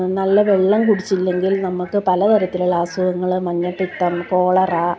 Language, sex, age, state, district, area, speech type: Malayalam, female, 45-60, Kerala, Kottayam, rural, spontaneous